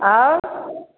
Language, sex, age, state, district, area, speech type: Maithili, female, 45-60, Bihar, Darbhanga, rural, conversation